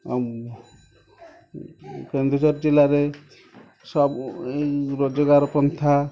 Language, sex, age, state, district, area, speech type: Odia, male, 30-45, Odisha, Kendujhar, urban, spontaneous